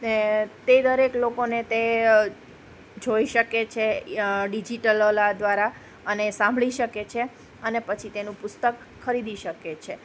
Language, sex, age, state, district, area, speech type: Gujarati, female, 30-45, Gujarat, Junagadh, urban, spontaneous